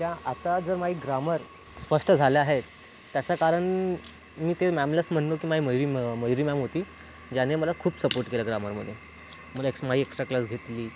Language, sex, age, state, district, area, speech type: Marathi, male, 18-30, Maharashtra, Nagpur, rural, spontaneous